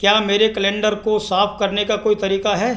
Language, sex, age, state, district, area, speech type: Hindi, male, 60+, Rajasthan, Karauli, rural, read